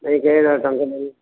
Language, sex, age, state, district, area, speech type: Kannada, male, 60+, Karnataka, Gulbarga, urban, conversation